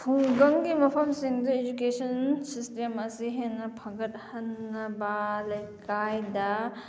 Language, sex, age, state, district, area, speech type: Manipuri, female, 30-45, Manipur, Kakching, rural, spontaneous